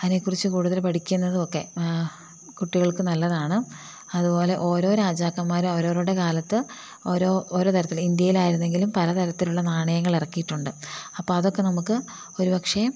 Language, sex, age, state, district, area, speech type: Malayalam, female, 30-45, Kerala, Idukki, rural, spontaneous